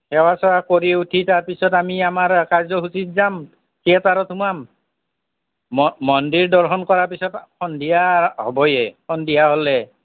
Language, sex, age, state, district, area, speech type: Assamese, male, 60+, Assam, Nalbari, rural, conversation